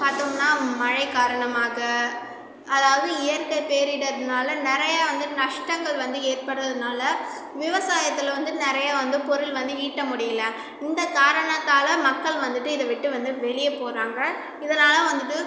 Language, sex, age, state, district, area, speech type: Tamil, female, 30-45, Tamil Nadu, Cuddalore, rural, spontaneous